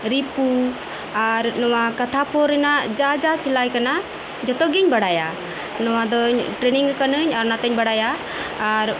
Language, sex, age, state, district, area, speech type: Santali, female, 45-60, West Bengal, Birbhum, rural, spontaneous